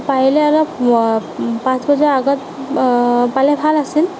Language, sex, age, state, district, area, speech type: Assamese, female, 30-45, Assam, Nagaon, rural, spontaneous